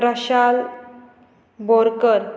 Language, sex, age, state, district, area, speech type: Goan Konkani, female, 18-30, Goa, Murmgao, rural, spontaneous